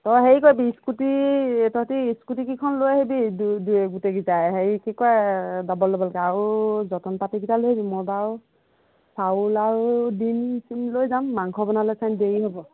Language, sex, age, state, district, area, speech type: Assamese, female, 45-60, Assam, Golaghat, rural, conversation